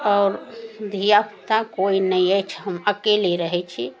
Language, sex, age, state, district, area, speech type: Maithili, female, 60+, Bihar, Samastipur, urban, spontaneous